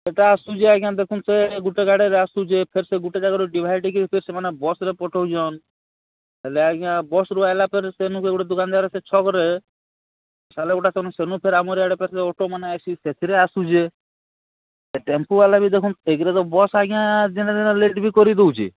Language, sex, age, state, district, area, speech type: Odia, male, 30-45, Odisha, Balangir, urban, conversation